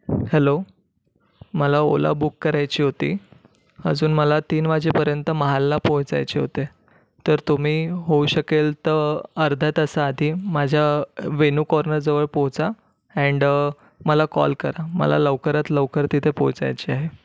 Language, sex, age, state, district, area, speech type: Marathi, male, 18-30, Maharashtra, Nagpur, urban, spontaneous